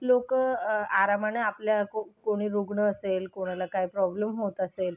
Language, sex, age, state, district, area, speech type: Marathi, female, 18-30, Maharashtra, Thane, urban, spontaneous